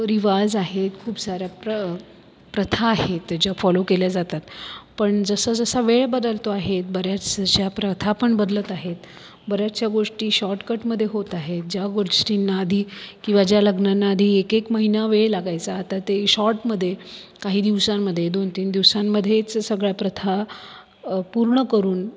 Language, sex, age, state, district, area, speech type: Marathi, female, 30-45, Maharashtra, Buldhana, urban, spontaneous